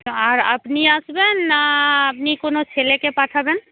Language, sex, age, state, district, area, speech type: Bengali, female, 18-30, West Bengal, Purba Medinipur, rural, conversation